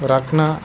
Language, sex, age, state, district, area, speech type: Telugu, male, 18-30, Andhra Pradesh, Krishna, urban, spontaneous